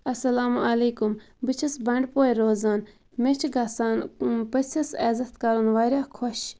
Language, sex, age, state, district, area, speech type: Kashmiri, female, 30-45, Jammu and Kashmir, Bandipora, rural, spontaneous